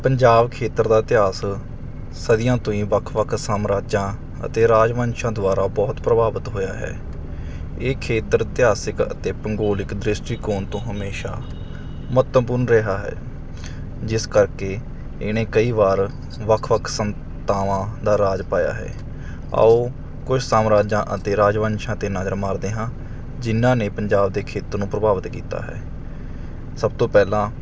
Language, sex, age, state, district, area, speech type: Punjabi, male, 30-45, Punjab, Mansa, urban, spontaneous